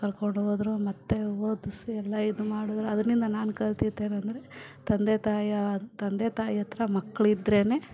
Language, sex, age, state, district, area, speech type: Kannada, female, 45-60, Karnataka, Bangalore Rural, rural, spontaneous